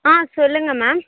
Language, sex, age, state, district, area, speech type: Tamil, female, 18-30, Tamil Nadu, Vellore, urban, conversation